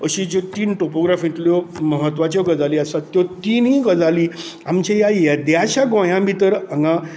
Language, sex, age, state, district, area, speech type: Goan Konkani, male, 60+, Goa, Canacona, rural, spontaneous